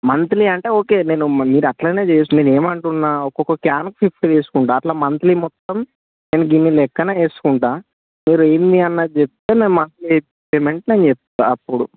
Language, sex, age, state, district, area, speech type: Telugu, male, 18-30, Telangana, Jayashankar, rural, conversation